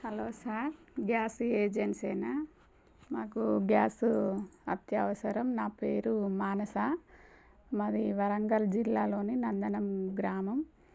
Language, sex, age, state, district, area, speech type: Telugu, female, 30-45, Telangana, Warangal, rural, spontaneous